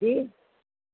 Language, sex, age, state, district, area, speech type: Sindhi, female, 45-60, Gujarat, Surat, urban, conversation